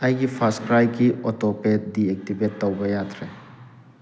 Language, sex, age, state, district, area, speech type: Manipuri, male, 30-45, Manipur, Thoubal, rural, read